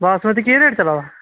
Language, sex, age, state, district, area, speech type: Dogri, male, 18-30, Jammu and Kashmir, Kathua, rural, conversation